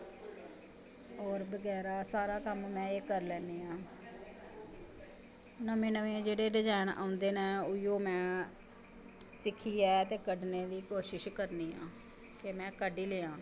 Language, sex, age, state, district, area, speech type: Dogri, female, 30-45, Jammu and Kashmir, Samba, rural, spontaneous